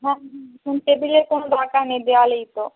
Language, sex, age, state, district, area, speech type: Bengali, female, 30-45, West Bengal, Purba Medinipur, rural, conversation